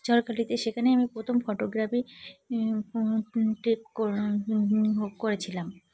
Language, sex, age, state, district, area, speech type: Bengali, female, 30-45, West Bengal, Cooch Behar, urban, spontaneous